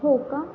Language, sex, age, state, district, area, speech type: Marathi, female, 18-30, Maharashtra, Satara, rural, spontaneous